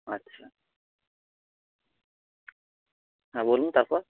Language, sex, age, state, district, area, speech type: Bengali, male, 45-60, West Bengal, Nadia, rural, conversation